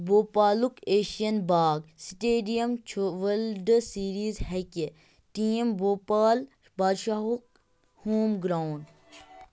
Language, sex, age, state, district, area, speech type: Kashmiri, male, 18-30, Jammu and Kashmir, Kupwara, rural, read